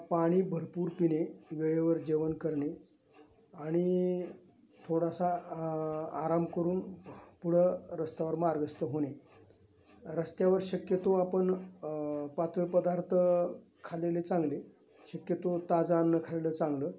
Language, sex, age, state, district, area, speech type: Marathi, male, 60+, Maharashtra, Osmanabad, rural, spontaneous